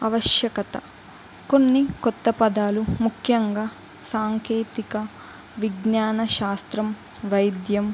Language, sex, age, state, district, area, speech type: Telugu, female, 18-30, Telangana, Jayashankar, urban, spontaneous